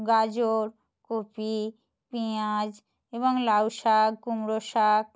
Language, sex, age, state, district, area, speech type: Bengali, female, 45-60, West Bengal, Nadia, rural, spontaneous